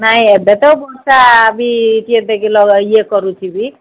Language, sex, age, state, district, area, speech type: Odia, female, 30-45, Odisha, Sundergarh, urban, conversation